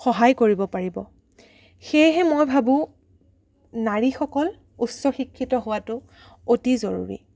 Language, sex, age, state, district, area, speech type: Assamese, female, 18-30, Assam, Sonitpur, rural, spontaneous